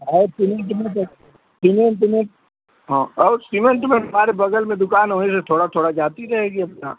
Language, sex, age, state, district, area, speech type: Hindi, male, 45-60, Uttar Pradesh, Azamgarh, rural, conversation